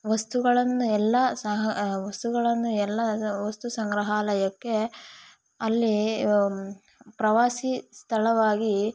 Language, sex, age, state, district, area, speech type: Kannada, female, 18-30, Karnataka, Kolar, rural, spontaneous